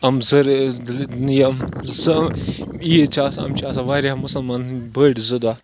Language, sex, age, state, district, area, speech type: Kashmiri, other, 18-30, Jammu and Kashmir, Kupwara, rural, spontaneous